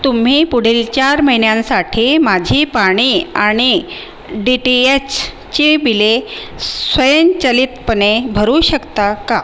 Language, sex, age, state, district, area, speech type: Marathi, female, 45-60, Maharashtra, Nagpur, urban, read